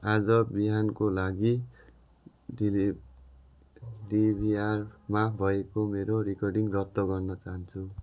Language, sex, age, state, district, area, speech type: Nepali, male, 18-30, West Bengal, Darjeeling, rural, read